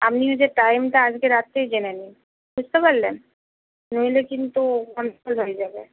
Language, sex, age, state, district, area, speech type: Bengali, female, 45-60, West Bengal, Purba Medinipur, rural, conversation